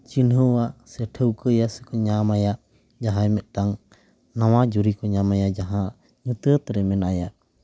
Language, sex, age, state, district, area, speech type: Santali, male, 30-45, West Bengal, Jhargram, rural, spontaneous